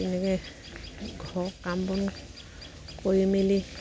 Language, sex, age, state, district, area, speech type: Assamese, female, 60+, Assam, Dibrugarh, rural, spontaneous